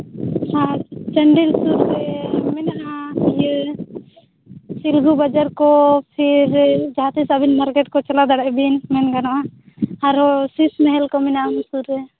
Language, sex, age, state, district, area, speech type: Santali, female, 18-30, Jharkhand, Seraikela Kharsawan, rural, conversation